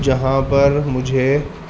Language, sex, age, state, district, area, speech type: Urdu, male, 30-45, Uttar Pradesh, Muzaffarnagar, urban, spontaneous